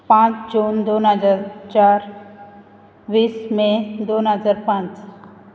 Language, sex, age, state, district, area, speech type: Goan Konkani, female, 18-30, Goa, Quepem, rural, spontaneous